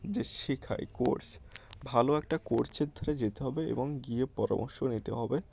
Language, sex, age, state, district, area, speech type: Bengali, male, 18-30, West Bengal, Uttar Dinajpur, urban, spontaneous